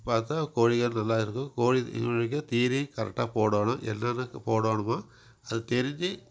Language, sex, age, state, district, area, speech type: Tamil, male, 45-60, Tamil Nadu, Coimbatore, rural, spontaneous